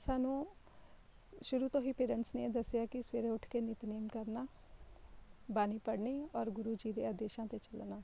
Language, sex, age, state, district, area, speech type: Punjabi, female, 30-45, Punjab, Shaheed Bhagat Singh Nagar, urban, spontaneous